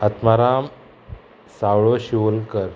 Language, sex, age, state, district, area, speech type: Goan Konkani, male, 30-45, Goa, Murmgao, rural, spontaneous